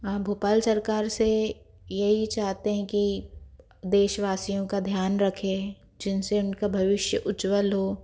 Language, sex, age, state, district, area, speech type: Hindi, female, 30-45, Madhya Pradesh, Bhopal, urban, spontaneous